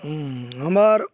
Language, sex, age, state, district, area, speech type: Odia, male, 45-60, Odisha, Balangir, urban, spontaneous